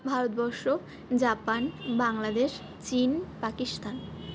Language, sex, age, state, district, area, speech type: Bengali, female, 45-60, West Bengal, Purba Bardhaman, rural, spontaneous